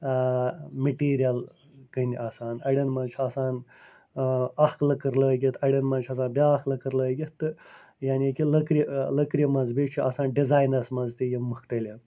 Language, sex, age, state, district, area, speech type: Kashmiri, male, 45-60, Jammu and Kashmir, Srinagar, urban, spontaneous